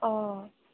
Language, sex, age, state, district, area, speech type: Assamese, female, 18-30, Assam, Sonitpur, rural, conversation